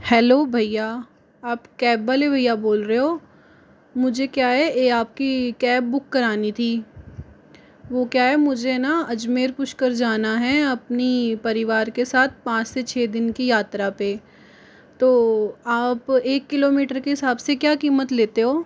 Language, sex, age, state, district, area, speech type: Hindi, female, 45-60, Rajasthan, Jaipur, urban, spontaneous